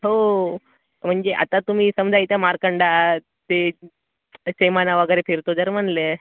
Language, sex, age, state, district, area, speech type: Marathi, male, 18-30, Maharashtra, Gadchiroli, rural, conversation